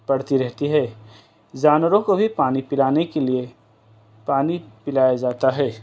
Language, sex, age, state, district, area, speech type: Urdu, male, 18-30, Delhi, East Delhi, urban, spontaneous